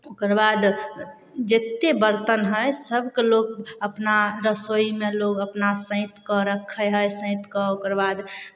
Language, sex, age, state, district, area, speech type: Maithili, female, 18-30, Bihar, Samastipur, urban, spontaneous